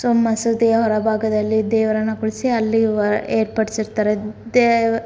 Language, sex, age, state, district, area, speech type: Kannada, female, 30-45, Karnataka, Davanagere, urban, spontaneous